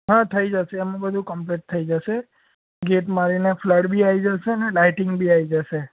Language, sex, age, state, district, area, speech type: Gujarati, male, 18-30, Gujarat, Anand, urban, conversation